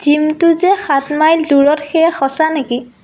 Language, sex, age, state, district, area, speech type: Assamese, female, 18-30, Assam, Biswanath, rural, read